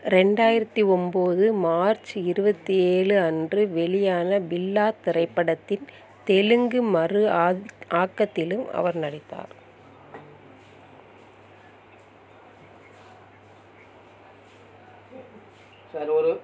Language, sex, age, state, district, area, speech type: Tamil, female, 30-45, Tamil Nadu, Perambalur, rural, read